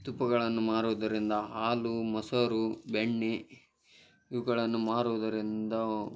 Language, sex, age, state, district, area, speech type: Kannada, male, 18-30, Karnataka, Koppal, rural, spontaneous